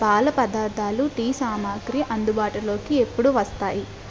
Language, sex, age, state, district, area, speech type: Telugu, female, 45-60, Andhra Pradesh, Kakinada, rural, read